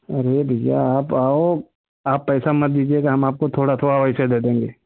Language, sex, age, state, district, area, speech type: Hindi, male, 60+, Uttar Pradesh, Ayodhya, rural, conversation